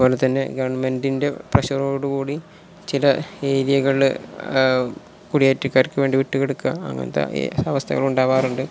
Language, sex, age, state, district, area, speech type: Malayalam, male, 18-30, Kerala, Malappuram, rural, spontaneous